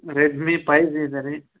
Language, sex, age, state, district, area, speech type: Kannada, male, 30-45, Karnataka, Gadag, rural, conversation